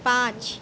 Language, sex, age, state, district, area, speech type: Urdu, female, 30-45, Uttar Pradesh, Shahjahanpur, urban, read